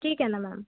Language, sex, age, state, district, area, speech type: Marathi, female, 30-45, Maharashtra, Amravati, urban, conversation